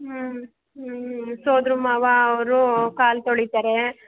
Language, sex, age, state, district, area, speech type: Kannada, female, 30-45, Karnataka, Mandya, rural, conversation